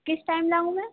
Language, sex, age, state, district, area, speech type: Hindi, female, 18-30, Madhya Pradesh, Chhindwara, urban, conversation